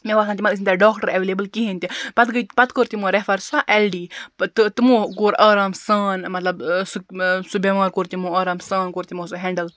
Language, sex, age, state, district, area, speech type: Kashmiri, female, 30-45, Jammu and Kashmir, Baramulla, rural, spontaneous